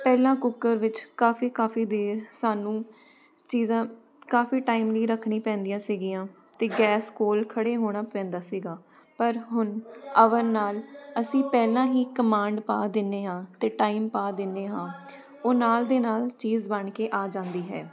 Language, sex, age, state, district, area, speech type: Punjabi, female, 18-30, Punjab, Jalandhar, urban, spontaneous